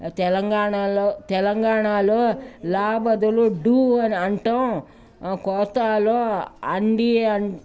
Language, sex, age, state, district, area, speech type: Telugu, female, 60+, Telangana, Ranga Reddy, rural, spontaneous